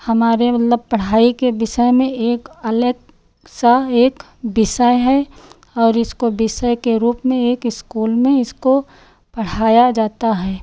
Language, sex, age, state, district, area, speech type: Hindi, female, 45-60, Uttar Pradesh, Lucknow, rural, spontaneous